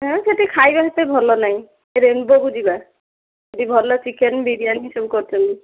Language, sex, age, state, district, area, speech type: Odia, female, 18-30, Odisha, Dhenkanal, rural, conversation